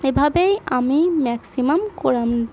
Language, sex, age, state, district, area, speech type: Bengali, female, 18-30, West Bengal, Murshidabad, rural, spontaneous